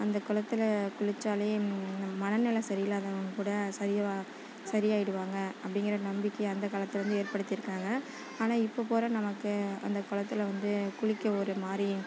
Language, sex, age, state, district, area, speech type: Tamil, female, 30-45, Tamil Nadu, Nagapattinam, rural, spontaneous